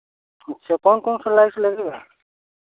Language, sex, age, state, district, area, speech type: Hindi, male, 30-45, Uttar Pradesh, Prayagraj, urban, conversation